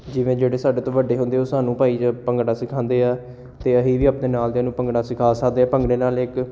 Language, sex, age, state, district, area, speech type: Punjabi, male, 18-30, Punjab, Jalandhar, urban, spontaneous